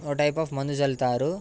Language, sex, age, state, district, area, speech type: Telugu, male, 18-30, Telangana, Ranga Reddy, urban, spontaneous